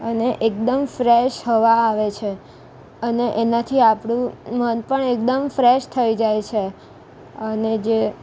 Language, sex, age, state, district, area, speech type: Gujarati, female, 18-30, Gujarat, Valsad, rural, spontaneous